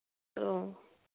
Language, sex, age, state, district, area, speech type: Manipuri, female, 18-30, Manipur, Senapati, rural, conversation